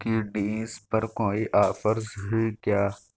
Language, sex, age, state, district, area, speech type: Urdu, male, 30-45, Uttar Pradesh, Lucknow, rural, read